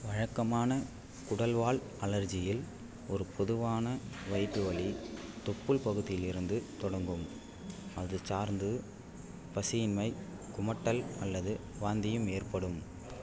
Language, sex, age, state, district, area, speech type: Tamil, male, 18-30, Tamil Nadu, Ariyalur, rural, read